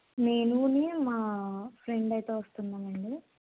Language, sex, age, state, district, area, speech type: Telugu, female, 30-45, Andhra Pradesh, Kakinada, rural, conversation